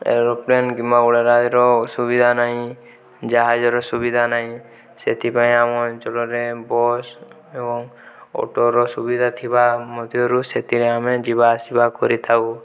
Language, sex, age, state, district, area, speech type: Odia, male, 18-30, Odisha, Boudh, rural, spontaneous